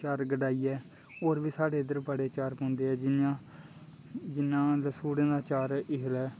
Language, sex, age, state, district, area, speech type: Dogri, male, 18-30, Jammu and Kashmir, Kathua, rural, spontaneous